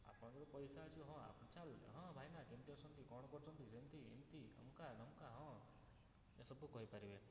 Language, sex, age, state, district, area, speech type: Odia, male, 30-45, Odisha, Cuttack, urban, spontaneous